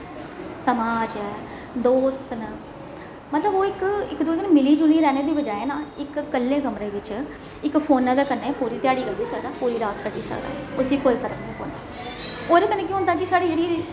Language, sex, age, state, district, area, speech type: Dogri, female, 30-45, Jammu and Kashmir, Jammu, urban, spontaneous